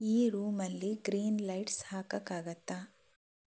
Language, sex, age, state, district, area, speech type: Kannada, female, 18-30, Karnataka, Shimoga, urban, read